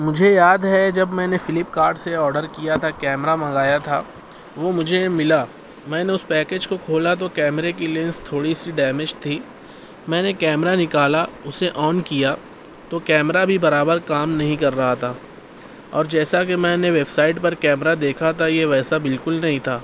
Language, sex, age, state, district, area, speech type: Urdu, male, 18-30, Maharashtra, Nashik, urban, spontaneous